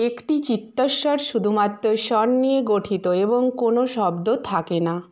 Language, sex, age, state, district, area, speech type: Bengali, female, 45-60, West Bengal, Nadia, rural, read